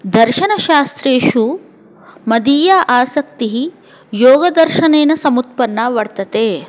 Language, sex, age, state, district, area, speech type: Sanskrit, female, 30-45, Telangana, Hyderabad, urban, spontaneous